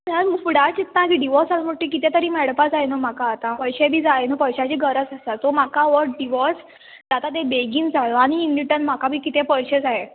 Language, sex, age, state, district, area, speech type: Goan Konkani, female, 18-30, Goa, Quepem, rural, conversation